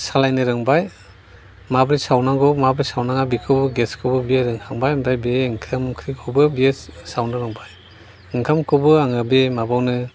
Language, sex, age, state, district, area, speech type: Bodo, male, 60+, Assam, Chirang, rural, spontaneous